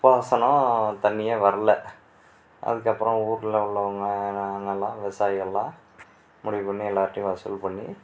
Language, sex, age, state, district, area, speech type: Tamil, male, 45-60, Tamil Nadu, Mayiladuthurai, rural, spontaneous